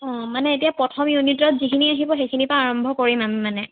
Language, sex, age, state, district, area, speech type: Assamese, female, 18-30, Assam, Sivasagar, rural, conversation